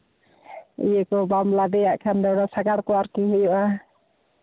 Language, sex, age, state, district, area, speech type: Santali, female, 30-45, West Bengal, Jhargram, rural, conversation